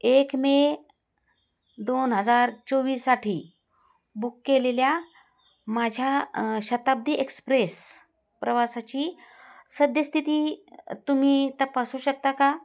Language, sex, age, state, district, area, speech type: Marathi, female, 60+, Maharashtra, Osmanabad, rural, read